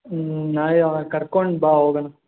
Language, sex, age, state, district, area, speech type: Kannada, male, 18-30, Karnataka, Bangalore Urban, urban, conversation